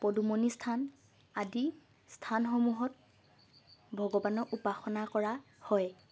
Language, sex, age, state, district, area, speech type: Assamese, female, 18-30, Assam, Lakhimpur, rural, spontaneous